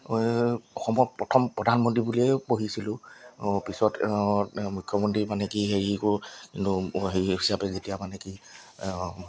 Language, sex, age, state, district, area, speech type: Assamese, male, 30-45, Assam, Charaideo, urban, spontaneous